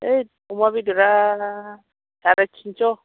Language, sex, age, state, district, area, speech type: Bodo, female, 45-60, Assam, Chirang, rural, conversation